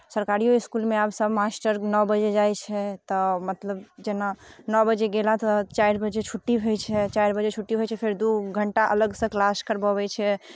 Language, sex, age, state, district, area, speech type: Maithili, female, 18-30, Bihar, Muzaffarpur, urban, spontaneous